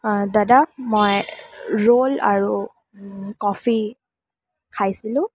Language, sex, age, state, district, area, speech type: Assamese, female, 18-30, Assam, Kamrup Metropolitan, urban, spontaneous